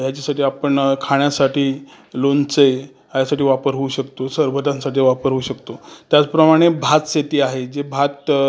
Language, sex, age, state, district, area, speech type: Marathi, male, 45-60, Maharashtra, Raigad, rural, spontaneous